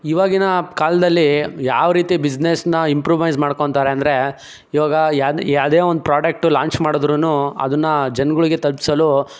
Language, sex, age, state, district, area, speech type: Kannada, male, 18-30, Karnataka, Chikkaballapur, rural, spontaneous